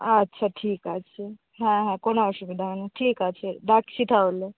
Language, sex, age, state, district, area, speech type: Bengali, female, 18-30, West Bengal, North 24 Parganas, urban, conversation